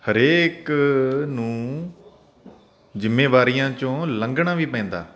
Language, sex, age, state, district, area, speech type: Punjabi, male, 30-45, Punjab, Faridkot, urban, spontaneous